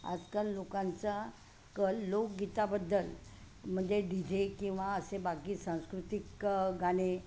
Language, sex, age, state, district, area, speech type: Marathi, female, 60+, Maharashtra, Yavatmal, urban, spontaneous